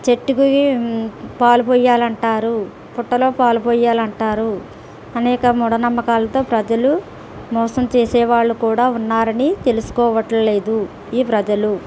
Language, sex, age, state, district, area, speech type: Telugu, female, 60+, Andhra Pradesh, East Godavari, rural, spontaneous